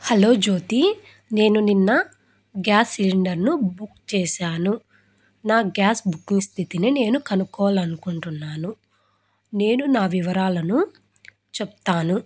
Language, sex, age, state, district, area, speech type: Telugu, female, 18-30, Andhra Pradesh, Anantapur, rural, spontaneous